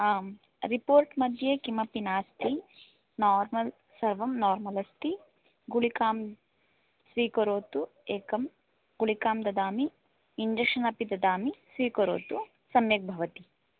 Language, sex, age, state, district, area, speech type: Sanskrit, female, 18-30, Karnataka, Shimoga, urban, conversation